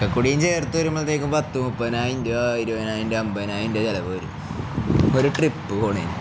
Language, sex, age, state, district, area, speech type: Malayalam, male, 18-30, Kerala, Palakkad, rural, spontaneous